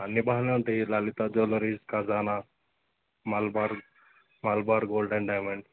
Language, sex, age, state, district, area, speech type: Telugu, male, 18-30, Telangana, Mahbubnagar, urban, conversation